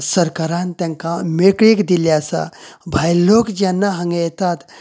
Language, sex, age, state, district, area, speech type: Goan Konkani, male, 30-45, Goa, Canacona, rural, spontaneous